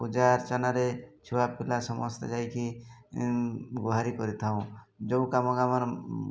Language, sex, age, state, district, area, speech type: Odia, male, 45-60, Odisha, Mayurbhanj, rural, spontaneous